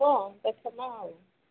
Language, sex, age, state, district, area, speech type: Odia, female, 45-60, Odisha, Sambalpur, rural, conversation